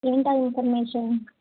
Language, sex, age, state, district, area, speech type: Telugu, female, 30-45, Telangana, Bhadradri Kothagudem, urban, conversation